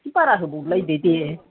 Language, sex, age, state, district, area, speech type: Bodo, female, 60+, Assam, Kokrajhar, urban, conversation